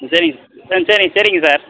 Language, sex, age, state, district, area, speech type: Tamil, male, 30-45, Tamil Nadu, Sivaganga, rural, conversation